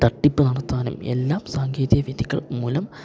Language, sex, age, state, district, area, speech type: Malayalam, male, 18-30, Kerala, Idukki, rural, spontaneous